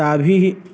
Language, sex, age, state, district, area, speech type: Sanskrit, male, 18-30, Uttar Pradesh, Lucknow, urban, spontaneous